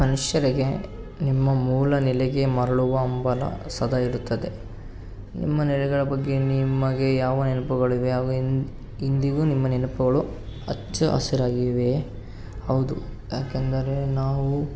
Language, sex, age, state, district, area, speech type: Kannada, male, 18-30, Karnataka, Davanagere, rural, spontaneous